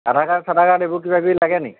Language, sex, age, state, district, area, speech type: Assamese, male, 30-45, Assam, Golaghat, urban, conversation